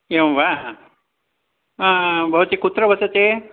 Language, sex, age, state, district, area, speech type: Sanskrit, male, 60+, Karnataka, Mandya, rural, conversation